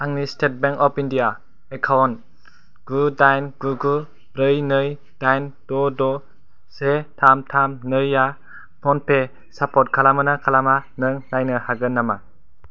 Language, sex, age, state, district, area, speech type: Bodo, male, 18-30, Assam, Kokrajhar, rural, read